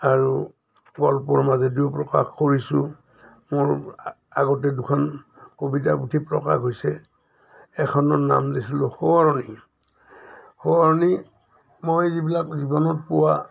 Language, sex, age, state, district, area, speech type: Assamese, male, 60+, Assam, Udalguri, rural, spontaneous